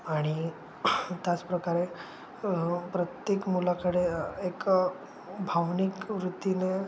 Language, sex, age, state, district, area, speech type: Marathi, male, 18-30, Maharashtra, Ratnagiri, urban, spontaneous